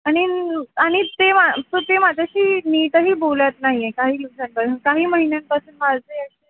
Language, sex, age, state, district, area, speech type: Marathi, female, 18-30, Maharashtra, Jalna, rural, conversation